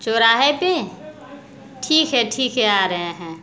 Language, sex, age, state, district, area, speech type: Hindi, female, 30-45, Uttar Pradesh, Mirzapur, rural, spontaneous